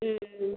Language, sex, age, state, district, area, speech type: Malayalam, female, 30-45, Kerala, Thiruvananthapuram, rural, conversation